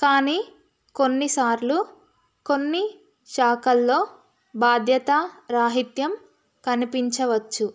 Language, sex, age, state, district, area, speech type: Telugu, female, 18-30, Telangana, Narayanpet, rural, spontaneous